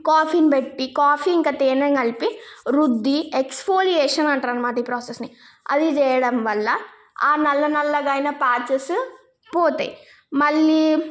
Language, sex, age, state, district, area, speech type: Telugu, female, 18-30, Telangana, Nizamabad, rural, spontaneous